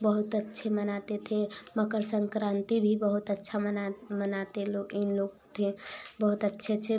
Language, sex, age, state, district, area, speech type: Hindi, female, 18-30, Uttar Pradesh, Prayagraj, rural, spontaneous